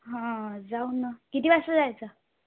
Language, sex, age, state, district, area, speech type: Marathi, female, 18-30, Maharashtra, Yavatmal, rural, conversation